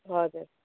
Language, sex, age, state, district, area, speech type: Nepali, female, 30-45, West Bengal, Darjeeling, rural, conversation